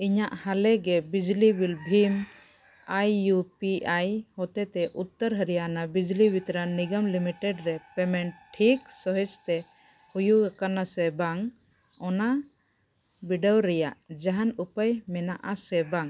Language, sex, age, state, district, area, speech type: Santali, female, 45-60, Jharkhand, Bokaro, rural, read